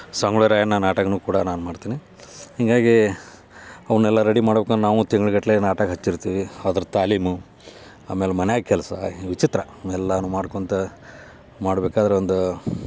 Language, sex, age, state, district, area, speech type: Kannada, male, 45-60, Karnataka, Dharwad, rural, spontaneous